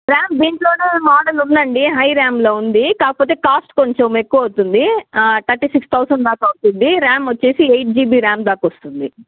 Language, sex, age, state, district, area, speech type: Telugu, female, 60+, Andhra Pradesh, Chittoor, rural, conversation